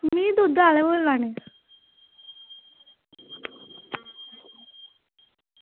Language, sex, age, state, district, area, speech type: Dogri, female, 30-45, Jammu and Kashmir, Samba, rural, conversation